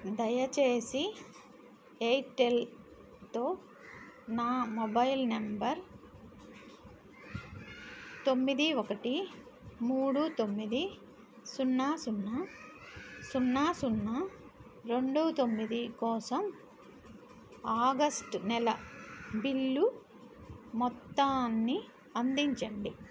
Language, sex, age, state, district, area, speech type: Telugu, female, 60+, Andhra Pradesh, N T Rama Rao, urban, read